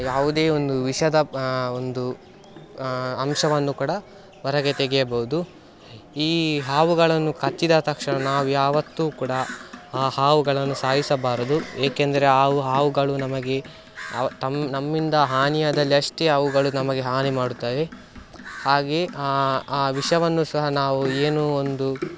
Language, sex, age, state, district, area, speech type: Kannada, male, 18-30, Karnataka, Dakshina Kannada, rural, spontaneous